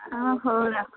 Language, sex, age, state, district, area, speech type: Odia, female, 45-60, Odisha, Gajapati, rural, conversation